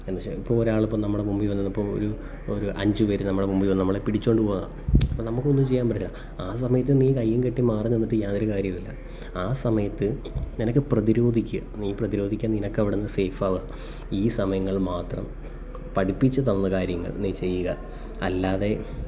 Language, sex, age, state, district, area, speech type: Malayalam, male, 30-45, Kerala, Kollam, rural, spontaneous